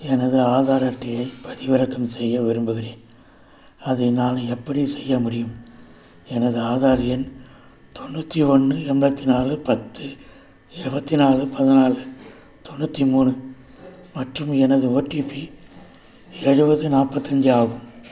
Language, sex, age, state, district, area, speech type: Tamil, male, 60+, Tamil Nadu, Viluppuram, urban, read